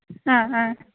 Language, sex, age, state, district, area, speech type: Malayalam, female, 18-30, Kerala, Alappuzha, rural, conversation